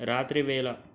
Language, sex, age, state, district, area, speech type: Telugu, male, 18-30, Telangana, Nalgonda, urban, read